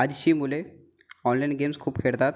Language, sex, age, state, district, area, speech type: Marathi, female, 18-30, Maharashtra, Gondia, rural, spontaneous